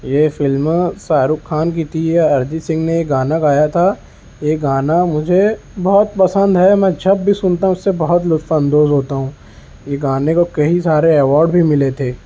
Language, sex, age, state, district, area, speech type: Urdu, male, 18-30, Maharashtra, Nashik, urban, spontaneous